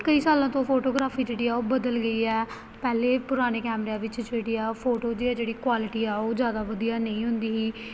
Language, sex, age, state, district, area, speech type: Punjabi, female, 18-30, Punjab, Gurdaspur, rural, spontaneous